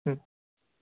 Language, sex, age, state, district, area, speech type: Tamil, male, 30-45, Tamil Nadu, Erode, rural, conversation